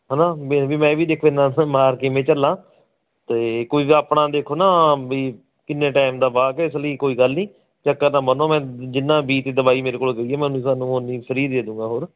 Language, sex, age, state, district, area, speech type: Punjabi, male, 30-45, Punjab, Barnala, rural, conversation